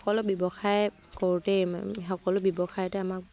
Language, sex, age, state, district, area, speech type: Assamese, female, 18-30, Assam, Dibrugarh, rural, spontaneous